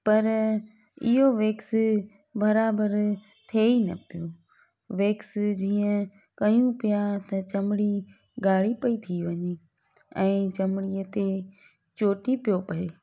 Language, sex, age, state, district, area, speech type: Sindhi, female, 30-45, Gujarat, Junagadh, rural, spontaneous